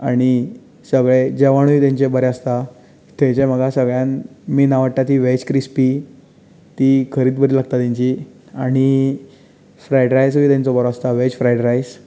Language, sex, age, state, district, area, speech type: Goan Konkani, male, 18-30, Goa, Bardez, urban, spontaneous